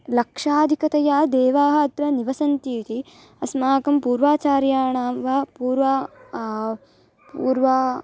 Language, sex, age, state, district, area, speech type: Sanskrit, female, 18-30, Karnataka, Bangalore Rural, rural, spontaneous